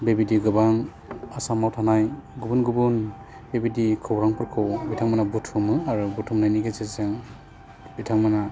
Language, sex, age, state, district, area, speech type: Bodo, male, 30-45, Assam, Udalguri, urban, spontaneous